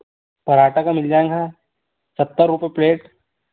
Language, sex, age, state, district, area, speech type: Hindi, male, 18-30, Madhya Pradesh, Betul, rural, conversation